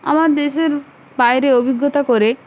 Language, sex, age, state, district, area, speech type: Bengali, female, 18-30, West Bengal, Uttar Dinajpur, urban, spontaneous